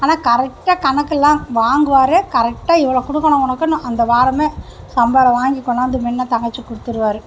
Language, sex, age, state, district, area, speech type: Tamil, female, 60+, Tamil Nadu, Mayiladuthurai, rural, spontaneous